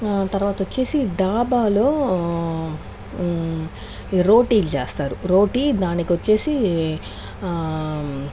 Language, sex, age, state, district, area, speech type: Telugu, female, 30-45, Andhra Pradesh, Chittoor, rural, spontaneous